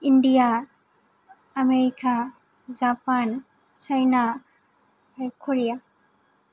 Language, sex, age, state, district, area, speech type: Bodo, female, 18-30, Assam, Kokrajhar, rural, spontaneous